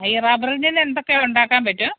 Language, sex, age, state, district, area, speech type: Malayalam, female, 45-60, Kerala, Kottayam, urban, conversation